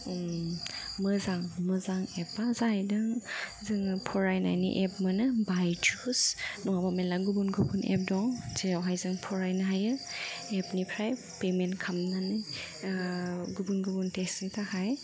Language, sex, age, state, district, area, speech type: Bodo, female, 18-30, Assam, Kokrajhar, rural, spontaneous